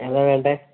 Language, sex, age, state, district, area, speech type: Malayalam, male, 18-30, Kerala, Kozhikode, rural, conversation